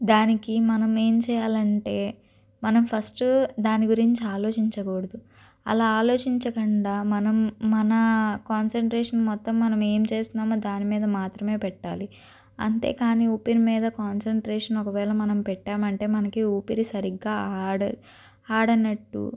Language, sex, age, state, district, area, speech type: Telugu, female, 30-45, Andhra Pradesh, Guntur, urban, spontaneous